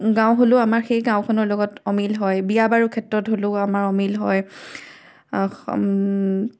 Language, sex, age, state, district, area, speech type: Assamese, female, 18-30, Assam, Majuli, urban, spontaneous